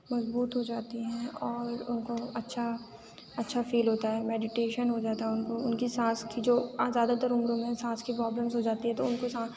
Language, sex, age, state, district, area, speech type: Urdu, female, 18-30, Uttar Pradesh, Aligarh, urban, spontaneous